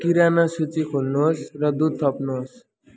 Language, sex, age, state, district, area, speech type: Nepali, male, 18-30, West Bengal, Jalpaiguri, rural, read